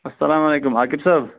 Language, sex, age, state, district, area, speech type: Kashmiri, male, 45-60, Jammu and Kashmir, Ganderbal, rural, conversation